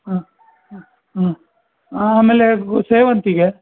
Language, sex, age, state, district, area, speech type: Kannada, male, 60+, Karnataka, Dakshina Kannada, rural, conversation